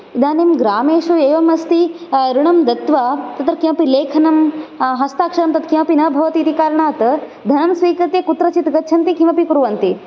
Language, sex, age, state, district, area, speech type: Sanskrit, female, 18-30, Karnataka, Koppal, rural, spontaneous